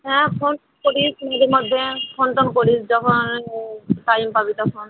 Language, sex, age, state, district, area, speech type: Bengali, female, 30-45, West Bengal, Murshidabad, rural, conversation